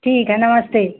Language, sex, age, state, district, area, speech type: Hindi, female, 30-45, Uttar Pradesh, Azamgarh, rural, conversation